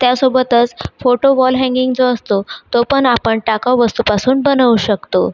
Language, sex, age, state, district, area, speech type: Marathi, female, 30-45, Maharashtra, Buldhana, urban, spontaneous